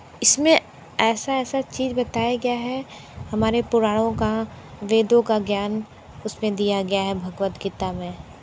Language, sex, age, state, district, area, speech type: Hindi, female, 30-45, Uttar Pradesh, Sonbhadra, rural, spontaneous